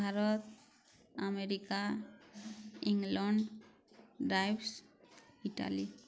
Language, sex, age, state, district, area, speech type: Odia, female, 30-45, Odisha, Bargarh, rural, spontaneous